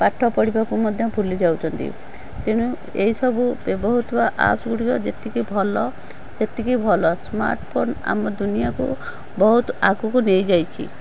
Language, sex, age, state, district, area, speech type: Odia, female, 45-60, Odisha, Cuttack, urban, spontaneous